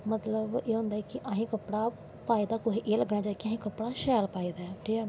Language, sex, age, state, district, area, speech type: Dogri, female, 18-30, Jammu and Kashmir, Samba, rural, spontaneous